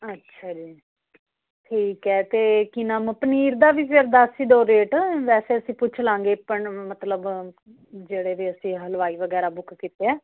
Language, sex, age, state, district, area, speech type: Punjabi, female, 30-45, Punjab, Fazilka, urban, conversation